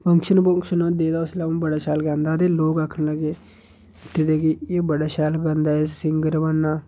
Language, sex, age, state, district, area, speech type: Dogri, male, 18-30, Jammu and Kashmir, Udhampur, rural, spontaneous